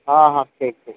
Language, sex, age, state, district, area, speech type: Odia, male, 45-60, Odisha, Sundergarh, rural, conversation